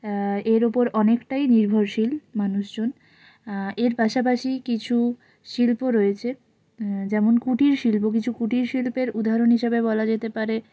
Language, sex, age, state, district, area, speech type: Bengali, female, 30-45, West Bengal, Purulia, urban, spontaneous